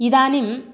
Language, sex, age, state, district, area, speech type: Sanskrit, female, 30-45, Telangana, Mahbubnagar, urban, spontaneous